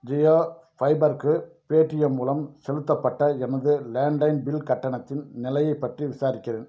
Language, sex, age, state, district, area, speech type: Tamil, male, 45-60, Tamil Nadu, Dharmapuri, rural, read